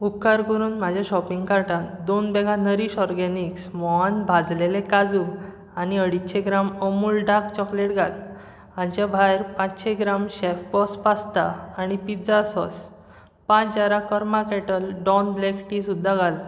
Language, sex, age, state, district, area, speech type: Goan Konkani, male, 18-30, Goa, Bardez, rural, read